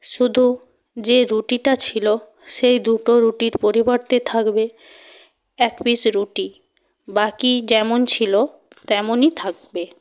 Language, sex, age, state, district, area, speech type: Bengali, female, 45-60, West Bengal, North 24 Parganas, rural, spontaneous